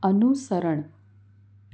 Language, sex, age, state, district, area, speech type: Gujarati, female, 30-45, Gujarat, Anand, urban, read